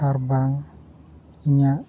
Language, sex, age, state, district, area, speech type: Santali, male, 45-60, Odisha, Mayurbhanj, rural, spontaneous